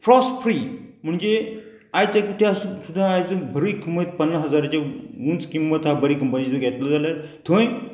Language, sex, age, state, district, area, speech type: Goan Konkani, male, 45-60, Goa, Murmgao, rural, spontaneous